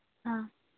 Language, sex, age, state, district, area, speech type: Manipuri, female, 18-30, Manipur, Churachandpur, rural, conversation